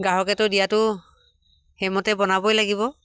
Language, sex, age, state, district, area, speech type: Assamese, female, 45-60, Assam, Dibrugarh, rural, spontaneous